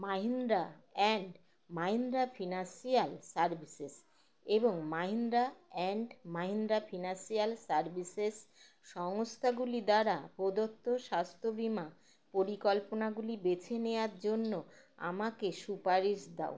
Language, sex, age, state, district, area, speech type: Bengali, female, 45-60, West Bengal, Howrah, urban, read